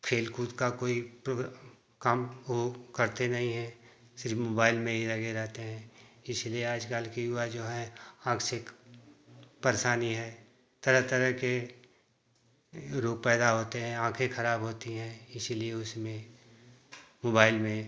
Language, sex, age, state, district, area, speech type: Hindi, male, 60+, Uttar Pradesh, Ghazipur, rural, spontaneous